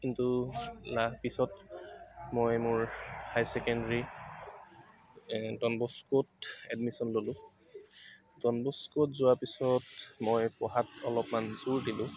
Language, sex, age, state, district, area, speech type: Assamese, male, 18-30, Assam, Tinsukia, rural, spontaneous